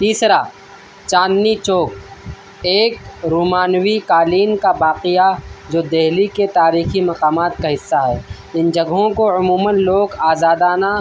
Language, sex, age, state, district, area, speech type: Urdu, male, 18-30, Delhi, East Delhi, urban, spontaneous